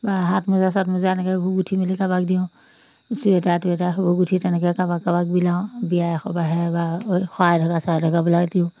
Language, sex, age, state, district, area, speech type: Assamese, female, 45-60, Assam, Majuli, urban, spontaneous